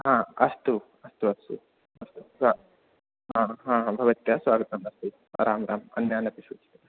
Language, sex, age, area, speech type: Sanskrit, male, 18-30, rural, conversation